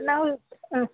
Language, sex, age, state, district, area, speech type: Kannada, female, 60+, Karnataka, Dakshina Kannada, rural, conversation